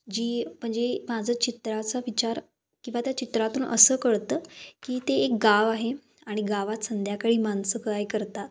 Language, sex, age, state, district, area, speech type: Marathi, female, 18-30, Maharashtra, Kolhapur, rural, spontaneous